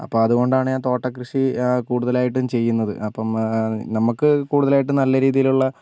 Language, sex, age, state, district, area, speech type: Malayalam, male, 18-30, Kerala, Kozhikode, rural, spontaneous